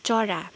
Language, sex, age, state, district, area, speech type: Nepali, female, 45-60, West Bengal, Darjeeling, rural, read